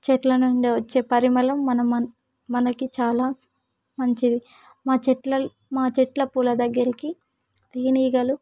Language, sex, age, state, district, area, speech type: Telugu, female, 18-30, Telangana, Hyderabad, rural, spontaneous